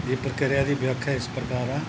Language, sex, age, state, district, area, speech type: Punjabi, male, 45-60, Punjab, Mansa, urban, spontaneous